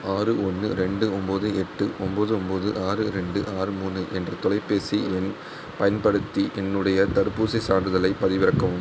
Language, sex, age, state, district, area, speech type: Tamil, male, 18-30, Tamil Nadu, Mayiladuthurai, urban, read